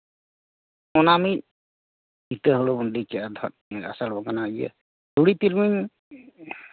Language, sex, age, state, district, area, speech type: Santali, male, 45-60, West Bengal, Bankura, rural, conversation